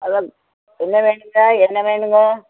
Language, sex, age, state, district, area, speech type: Tamil, female, 60+, Tamil Nadu, Coimbatore, urban, conversation